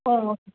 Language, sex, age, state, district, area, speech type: Tamil, female, 18-30, Tamil Nadu, Madurai, urban, conversation